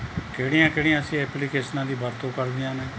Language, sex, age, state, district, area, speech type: Punjabi, male, 45-60, Punjab, Mansa, urban, spontaneous